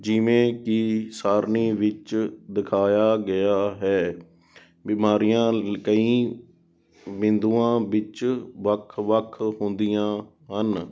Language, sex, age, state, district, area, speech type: Punjabi, male, 18-30, Punjab, Sangrur, urban, read